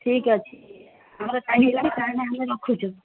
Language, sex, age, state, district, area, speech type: Odia, female, 45-60, Odisha, Angul, rural, conversation